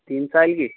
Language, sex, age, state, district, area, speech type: Urdu, male, 18-30, Uttar Pradesh, Muzaffarnagar, urban, conversation